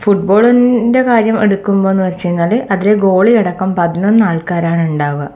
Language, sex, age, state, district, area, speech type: Malayalam, female, 18-30, Kerala, Kannur, rural, spontaneous